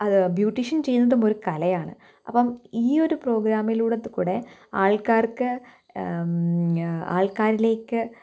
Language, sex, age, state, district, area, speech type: Malayalam, female, 18-30, Kerala, Pathanamthitta, rural, spontaneous